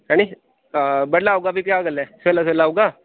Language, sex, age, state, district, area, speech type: Dogri, male, 18-30, Jammu and Kashmir, Udhampur, rural, conversation